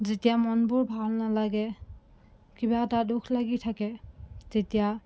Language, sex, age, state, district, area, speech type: Assamese, female, 30-45, Assam, Jorhat, urban, spontaneous